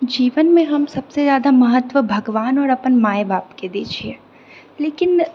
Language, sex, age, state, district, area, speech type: Maithili, female, 30-45, Bihar, Purnia, urban, spontaneous